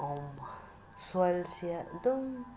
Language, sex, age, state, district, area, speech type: Manipuri, female, 45-60, Manipur, Senapati, rural, spontaneous